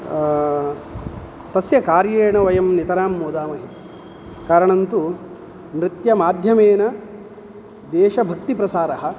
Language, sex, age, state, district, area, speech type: Sanskrit, male, 45-60, Karnataka, Udupi, urban, spontaneous